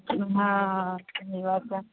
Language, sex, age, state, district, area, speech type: Urdu, female, 45-60, Bihar, Khagaria, rural, conversation